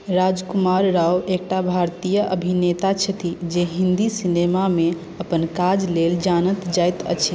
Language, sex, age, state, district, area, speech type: Maithili, female, 18-30, Bihar, Madhubani, rural, read